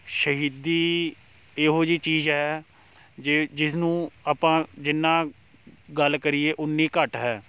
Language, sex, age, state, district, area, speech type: Punjabi, male, 18-30, Punjab, Shaheed Bhagat Singh Nagar, rural, spontaneous